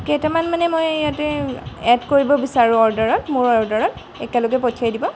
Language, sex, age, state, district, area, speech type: Assamese, female, 18-30, Assam, Golaghat, urban, spontaneous